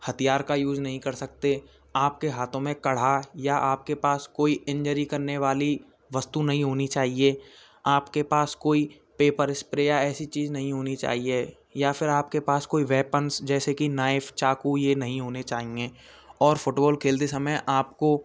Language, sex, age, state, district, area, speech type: Hindi, male, 18-30, Rajasthan, Bharatpur, urban, spontaneous